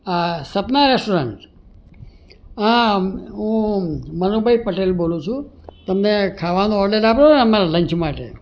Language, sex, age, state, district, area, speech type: Gujarati, male, 60+, Gujarat, Surat, urban, spontaneous